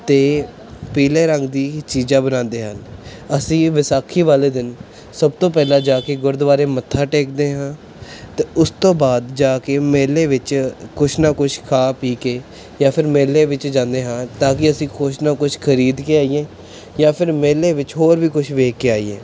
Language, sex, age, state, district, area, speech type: Punjabi, male, 18-30, Punjab, Pathankot, urban, spontaneous